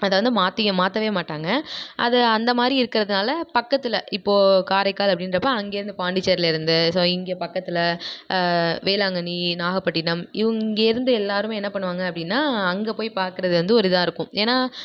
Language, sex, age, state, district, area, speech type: Tamil, female, 18-30, Tamil Nadu, Nagapattinam, rural, spontaneous